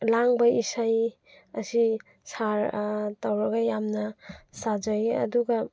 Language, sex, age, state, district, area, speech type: Manipuri, female, 18-30, Manipur, Chandel, rural, spontaneous